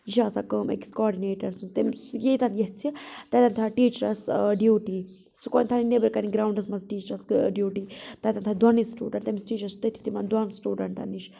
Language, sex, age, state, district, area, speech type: Kashmiri, female, 30-45, Jammu and Kashmir, Budgam, rural, spontaneous